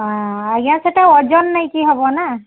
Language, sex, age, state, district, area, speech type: Odia, female, 45-60, Odisha, Mayurbhanj, rural, conversation